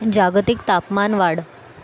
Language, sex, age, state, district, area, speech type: Marathi, female, 18-30, Maharashtra, Mumbai Suburban, urban, read